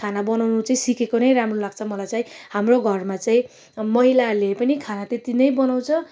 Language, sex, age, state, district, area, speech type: Nepali, female, 30-45, West Bengal, Darjeeling, urban, spontaneous